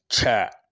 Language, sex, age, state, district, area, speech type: Urdu, male, 30-45, Delhi, Central Delhi, urban, read